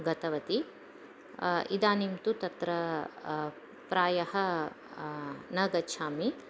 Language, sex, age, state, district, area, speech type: Sanskrit, female, 45-60, Karnataka, Chamarajanagar, rural, spontaneous